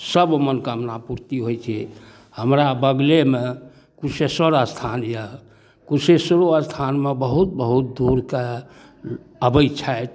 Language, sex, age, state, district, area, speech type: Maithili, male, 60+, Bihar, Darbhanga, rural, spontaneous